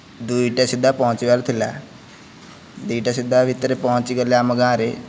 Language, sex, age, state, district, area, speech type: Odia, male, 18-30, Odisha, Nayagarh, rural, spontaneous